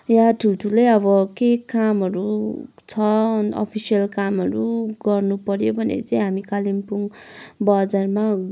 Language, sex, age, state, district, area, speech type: Nepali, female, 60+, West Bengal, Kalimpong, rural, spontaneous